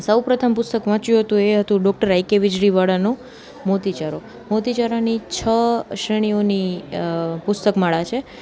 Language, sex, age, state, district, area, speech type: Gujarati, female, 18-30, Gujarat, Junagadh, urban, spontaneous